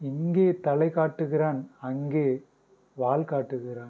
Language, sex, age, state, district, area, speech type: Tamil, male, 45-60, Tamil Nadu, Pudukkottai, rural, spontaneous